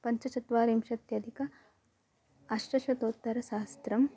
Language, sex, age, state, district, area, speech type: Sanskrit, female, 18-30, Kerala, Kasaragod, rural, spontaneous